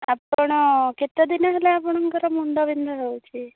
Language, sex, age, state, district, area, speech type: Odia, female, 18-30, Odisha, Bhadrak, rural, conversation